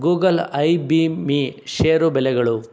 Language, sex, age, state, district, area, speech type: Kannada, male, 60+, Karnataka, Chikkaballapur, rural, read